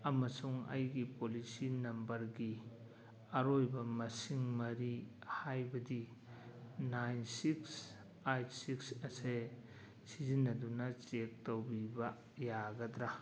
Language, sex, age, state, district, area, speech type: Manipuri, male, 60+, Manipur, Churachandpur, urban, read